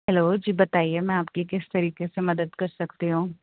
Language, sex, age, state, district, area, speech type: Urdu, female, 30-45, Uttar Pradesh, Rampur, urban, conversation